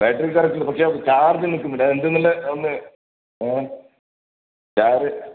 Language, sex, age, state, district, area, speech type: Malayalam, male, 45-60, Kerala, Kasaragod, urban, conversation